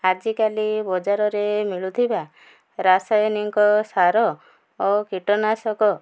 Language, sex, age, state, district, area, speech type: Odia, female, 45-60, Odisha, Ganjam, urban, spontaneous